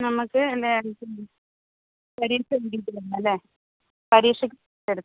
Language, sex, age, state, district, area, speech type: Malayalam, female, 60+, Kerala, Palakkad, rural, conversation